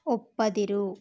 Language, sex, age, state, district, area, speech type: Kannada, female, 18-30, Karnataka, Mandya, rural, read